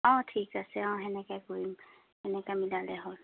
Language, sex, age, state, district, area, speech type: Assamese, female, 30-45, Assam, Dibrugarh, urban, conversation